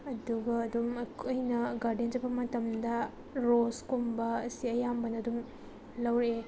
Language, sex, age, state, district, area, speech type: Manipuri, female, 30-45, Manipur, Tengnoupal, rural, spontaneous